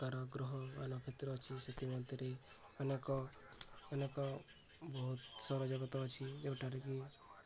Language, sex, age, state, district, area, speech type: Odia, male, 18-30, Odisha, Subarnapur, urban, spontaneous